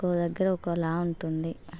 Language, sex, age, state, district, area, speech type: Telugu, female, 30-45, Telangana, Hanamkonda, rural, spontaneous